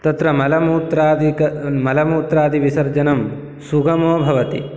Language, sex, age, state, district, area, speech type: Sanskrit, male, 18-30, Karnataka, Uttara Kannada, rural, spontaneous